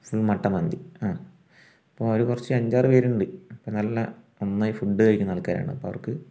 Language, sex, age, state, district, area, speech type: Malayalam, male, 18-30, Kerala, Wayanad, rural, spontaneous